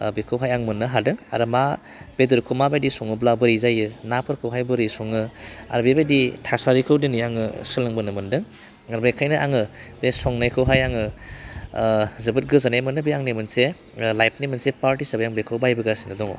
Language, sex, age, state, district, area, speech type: Bodo, male, 30-45, Assam, Udalguri, urban, spontaneous